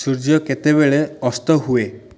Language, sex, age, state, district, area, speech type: Odia, male, 30-45, Odisha, Ganjam, urban, read